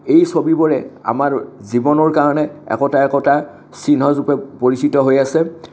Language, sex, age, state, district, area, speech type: Assamese, male, 60+, Assam, Kamrup Metropolitan, urban, spontaneous